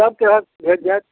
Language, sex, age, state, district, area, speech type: Maithili, male, 60+, Bihar, Madhubani, rural, conversation